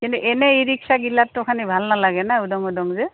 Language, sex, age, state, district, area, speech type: Assamese, female, 60+, Assam, Goalpara, rural, conversation